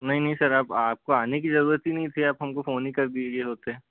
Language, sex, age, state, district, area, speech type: Hindi, male, 30-45, Madhya Pradesh, Balaghat, rural, conversation